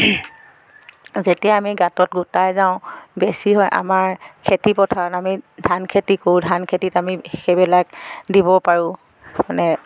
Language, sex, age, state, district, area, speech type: Assamese, female, 60+, Assam, Dibrugarh, rural, spontaneous